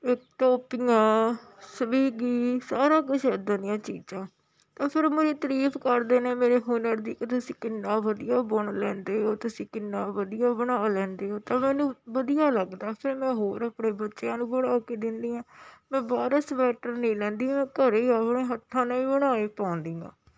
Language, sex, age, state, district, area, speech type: Punjabi, female, 45-60, Punjab, Shaheed Bhagat Singh Nagar, rural, spontaneous